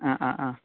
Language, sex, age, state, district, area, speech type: Goan Konkani, male, 18-30, Goa, Bardez, rural, conversation